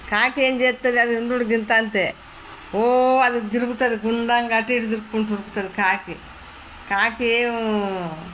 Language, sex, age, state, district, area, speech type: Telugu, female, 60+, Telangana, Peddapalli, rural, spontaneous